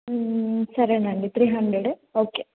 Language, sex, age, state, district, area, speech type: Telugu, female, 18-30, Telangana, Sangareddy, rural, conversation